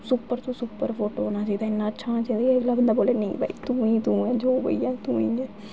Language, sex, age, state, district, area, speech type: Dogri, female, 18-30, Jammu and Kashmir, Jammu, urban, spontaneous